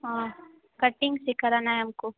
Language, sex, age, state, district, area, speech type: Hindi, female, 18-30, Bihar, Darbhanga, rural, conversation